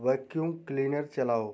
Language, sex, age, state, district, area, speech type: Hindi, male, 30-45, Uttar Pradesh, Jaunpur, rural, read